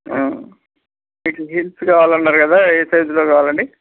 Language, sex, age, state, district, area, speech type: Telugu, male, 30-45, Telangana, Nagarkurnool, urban, conversation